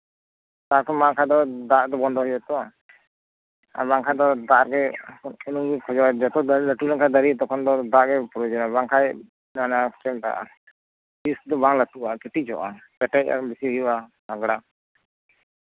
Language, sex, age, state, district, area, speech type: Santali, male, 18-30, West Bengal, Birbhum, rural, conversation